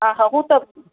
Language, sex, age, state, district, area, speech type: Sindhi, female, 45-60, Uttar Pradesh, Lucknow, rural, conversation